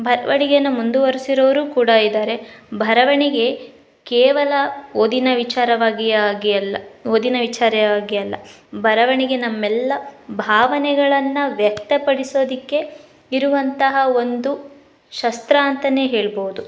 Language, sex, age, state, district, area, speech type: Kannada, female, 18-30, Karnataka, Chikkamagaluru, rural, spontaneous